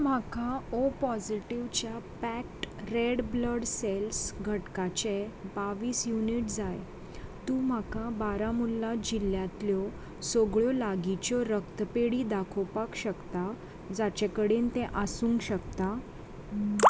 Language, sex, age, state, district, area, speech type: Goan Konkani, female, 30-45, Goa, Salcete, rural, read